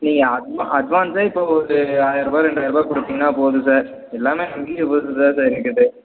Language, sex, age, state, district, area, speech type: Tamil, male, 18-30, Tamil Nadu, Perambalur, rural, conversation